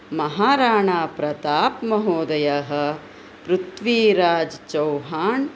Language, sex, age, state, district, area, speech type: Sanskrit, female, 45-60, Karnataka, Chikkaballapur, urban, spontaneous